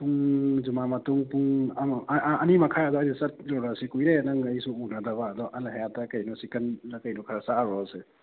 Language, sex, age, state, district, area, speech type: Manipuri, male, 30-45, Manipur, Thoubal, rural, conversation